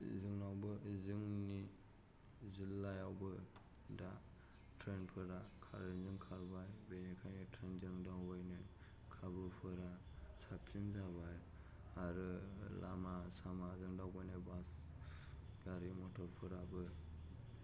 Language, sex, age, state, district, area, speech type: Bodo, male, 18-30, Assam, Kokrajhar, rural, spontaneous